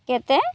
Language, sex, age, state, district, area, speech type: Odia, female, 30-45, Odisha, Malkangiri, urban, spontaneous